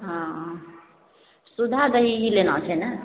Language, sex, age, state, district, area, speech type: Maithili, female, 18-30, Bihar, Araria, rural, conversation